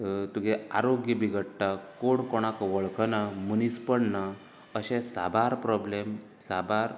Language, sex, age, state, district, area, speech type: Goan Konkani, male, 30-45, Goa, Canacona, rural, spontaneous